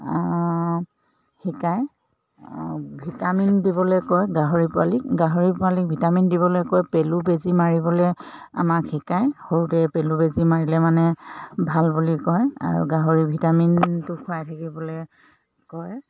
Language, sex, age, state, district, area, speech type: Assamese, female, 45-60, Assam, Dhemaji, urban, spontaneous